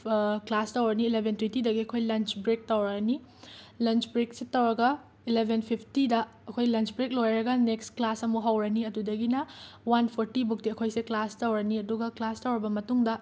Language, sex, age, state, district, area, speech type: Manipuri, female, 18-30, Manipur, Imphal West, urban, spontaneous